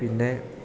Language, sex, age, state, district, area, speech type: Malayalam, male, 18-30, Kerala, Idukki, rural, spontaneous